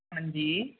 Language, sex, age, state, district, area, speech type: Punjabi, female, 45-60, Punjab, Gurdaspur, rural, conversation